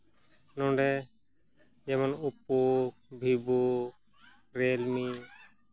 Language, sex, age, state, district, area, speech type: Santali, male, 30-45, West Bengal, Malda, rural, spontaneous